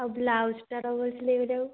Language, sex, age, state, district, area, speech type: Odia, female, 18-30, Odisha, Nayagarh, rural, conversation